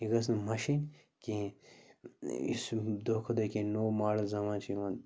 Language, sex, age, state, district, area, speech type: Kashmiri, male, 30-45, Jammu and Kashmir, Bandipora, rural, spontaneous